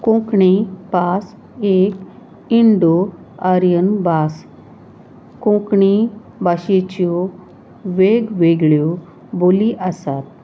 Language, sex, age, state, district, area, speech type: Goan Konkani, female, 45-60, Goa, Salcete, rural, spontaneous